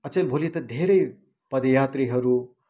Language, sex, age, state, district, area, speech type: Nepali, male, 60+, West Bengal, Kalimpong, rural, spontaneous